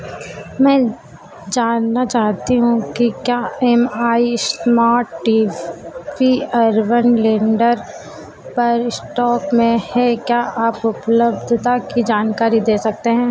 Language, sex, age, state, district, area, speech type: Hindi, female, 18-30, Madhya Pradesh, Harda, urban, read